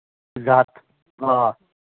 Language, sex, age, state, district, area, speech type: Kashmiri, male, 30-45, Jammu and Kashmir, Ganderbal, rural, conversation